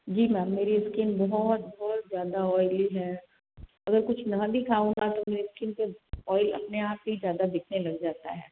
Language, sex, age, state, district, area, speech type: Hindi, female, 60+, Rajasthan, Jodhpur, urban, conversation